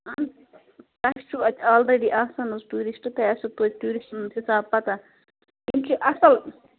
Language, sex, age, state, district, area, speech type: Kashmiri, female, 30-45, Jammu and Kashmir, Bandipora, rural, conversation